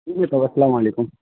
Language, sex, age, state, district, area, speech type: Urdu, male, 30-45, Bihar, Khagaria, rural, conversation